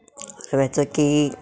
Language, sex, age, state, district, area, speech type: Goan Konkani, female, 45-60, Goa, Murmgao, urban, spontaneous